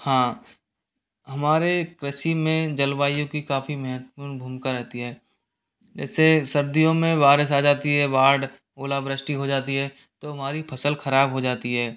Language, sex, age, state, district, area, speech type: Hindi, male, 30-45, Rajasthan, Jaipur, urban, spontaneous